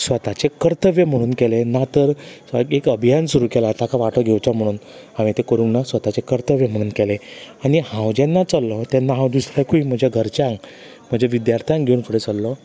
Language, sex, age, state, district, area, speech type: Goan Konkani, male, 30-45, Goa, Salcete, rural, spontaneous